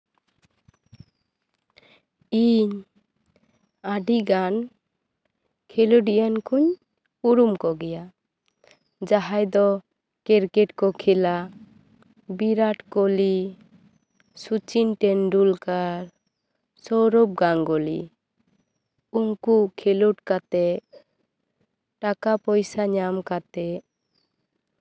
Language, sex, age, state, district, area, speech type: Santali, female, 18-30, West Bengal, Bankura, rural, spontaneous